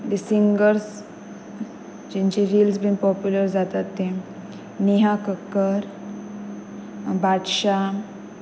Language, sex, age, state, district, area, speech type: Goan Konkani, female, 18-30, Goa, Pernem, rural, spontaneous